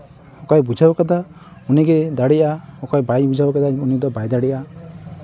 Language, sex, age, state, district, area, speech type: Santali, male, 18-30, West Bengal, Malda, rural, spontaneous